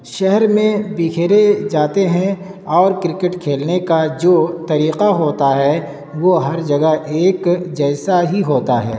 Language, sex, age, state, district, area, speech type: Urdu, male, 18-30, Uttar Pradesh, Siddharthnagar, rural, spontaneous